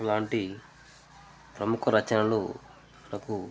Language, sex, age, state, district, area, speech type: Telugu, male, 30-45, Telangana, Jangaon, rural, spontaneous